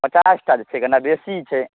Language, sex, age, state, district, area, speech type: Maithili, male, 18-30, Bihar, Saharsa, rural, conversation